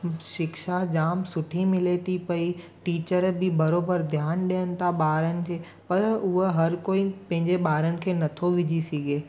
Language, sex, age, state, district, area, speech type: Sindhi, male, 18-30, Gujarat, Surat, urban, spontaneous